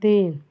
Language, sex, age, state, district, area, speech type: Hindi, female, 45-60, Uttar Pradesh, Azamgarh, rural, read